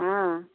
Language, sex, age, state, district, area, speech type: Maithili, female, 60+, Bihar, Muzaffarpur, rural, conversation